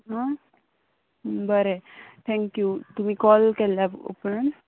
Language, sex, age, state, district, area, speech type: Goan Konkani, female, 18-30, Goa, Ponda, rural, conversation